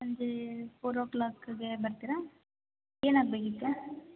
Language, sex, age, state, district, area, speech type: Kannada, female, 18-30, Karnataka, Mysore, urban, conversation